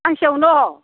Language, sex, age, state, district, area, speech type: Bodo, female, 60+, Assam, Baksa, urban, conversation